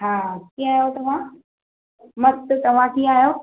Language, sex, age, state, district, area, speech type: Sindhi, female, 30-45, Maharashtra, Mumbai Suburban, urban, conversation